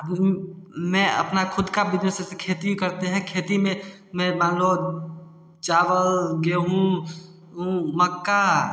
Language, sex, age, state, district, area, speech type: Hindi, male, 18-30, Bihar, Samastipur, urban, spontaneous